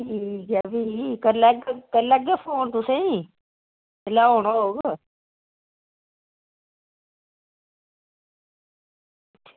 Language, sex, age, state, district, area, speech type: Dogri, female, 60+, Jammu and Kashmir, Udhampur, rural, conversation